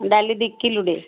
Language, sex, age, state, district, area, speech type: Odia, female, 45-60, Odisha, Gajapati, rural, conversation